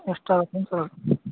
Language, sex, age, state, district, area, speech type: Kannada, male, 30-45, Karnataka, Raichur, rural, conversation